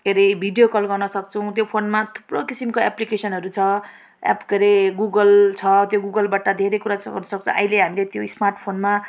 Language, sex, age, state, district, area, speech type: Nepali, female, 30-45, West Bengal, Jalpaiguri, rural, spontaneous